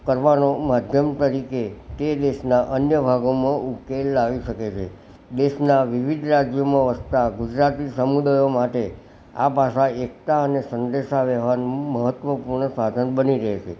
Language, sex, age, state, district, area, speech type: Gujarati, male, 60+, Gujarat, Kheda, rural, spontaneous